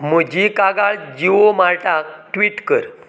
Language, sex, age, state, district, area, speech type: Goan Konkani, male, 45-60, Goa, Canacona, rural, read